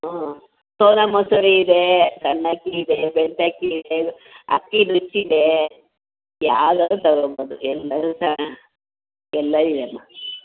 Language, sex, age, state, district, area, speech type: Kannada, female, 60+, Karnataka, Chamarajanagar, rural, conversation